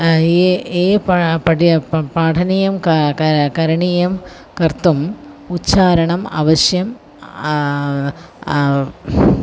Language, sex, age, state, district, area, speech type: Sanskrit, female, 45-60, Kerala, Thiruvananthapuram, urban, spontaneous